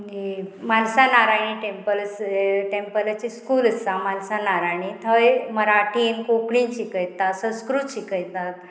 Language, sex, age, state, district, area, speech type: Goan Konkani, female, 45-60, Goa, Murmgao, rural, spontaneous